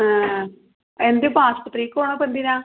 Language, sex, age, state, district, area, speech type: Malayalam, female, 45-60, Kerala, Malappuram, rural, conversation